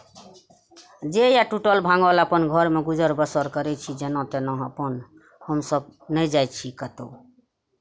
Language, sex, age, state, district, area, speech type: Maithili, female, 45-60, Bihar, Araria, rural, spontaneous